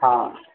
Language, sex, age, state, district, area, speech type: Sindhi, male, 45-60, Uttar Pradesh, Lucknow, rural, conversation